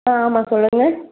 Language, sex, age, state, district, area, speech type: Tamil, female, 18-30, Tamil Nadu, Sivaganga, rural, conversation